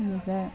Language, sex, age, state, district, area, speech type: Bodo, female, 18-30, Assam, Udalguri, urban, spontaneous